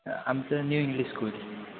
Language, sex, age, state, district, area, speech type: Marathi, male, 18-30, Maharashtra, Sindhudurg, rural, conversation